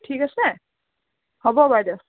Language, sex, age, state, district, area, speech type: Assamese, female, 45-60, Assam, Dibrugarh, rural, conversation